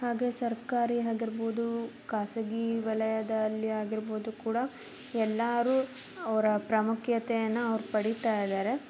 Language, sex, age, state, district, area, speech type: Kannada, female, 18-30, Karnataka, Davanagere, urban, spontaneous